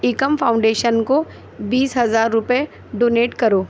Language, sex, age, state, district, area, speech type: Urdu, female, 30-45, Delhi, Central Delhi, urban, read